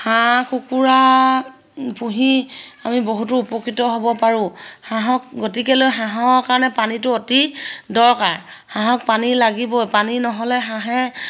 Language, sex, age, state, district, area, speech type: Assamese, female, 30-45, Assam, Sivasagar, rural, spontaneous